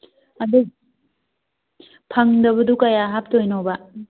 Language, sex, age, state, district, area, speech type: Manipuri, female, 18-30, Manipur, Thoubal, rural, conversation